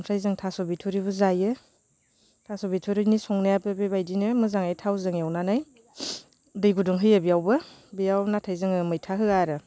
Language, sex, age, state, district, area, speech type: Bodo, female, 30-45, Assam, Baksa, rural, spontaneous